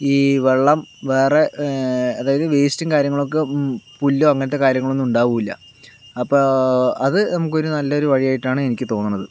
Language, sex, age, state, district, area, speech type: Malayalam, male, 60+, Kerala, Palakkad, rural, spontaneous